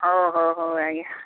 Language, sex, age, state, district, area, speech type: Odia, female, 60+, Odisha, Jharsuguda, rural, conversation